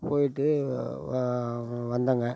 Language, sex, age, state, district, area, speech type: Tamil, male, 60+, Tamil Nadu, Tiruvannamalai, rural, spontaneous